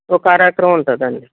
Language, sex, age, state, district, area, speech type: Telugu, female, 45-60, Andhra Pradesh, Eluru, rural, conversation